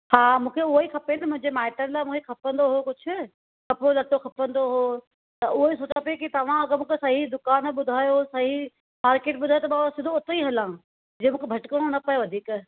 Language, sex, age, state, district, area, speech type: Sindhi, female, 30-45, Maharashtra, Thane, urban, conversation